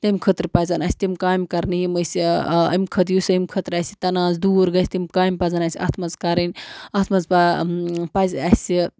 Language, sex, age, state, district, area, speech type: Kashmiri, female, 18-30, Jammu and Kashmir, Budgam, rural, spontaneous